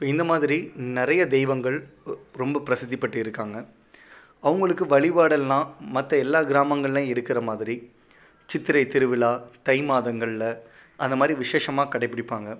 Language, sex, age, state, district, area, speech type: Tamil, male, 18-30, Tamil Nadu, Pudukkottai, rural, spontaneous